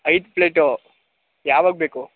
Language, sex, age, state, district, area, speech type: Kannada, male, 18-30, Karnataka, Mandya, rural, conversation